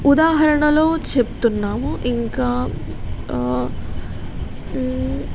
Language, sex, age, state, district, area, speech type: Telugu, female, 18-30, Telangana, Jagtial, rural, spontaneous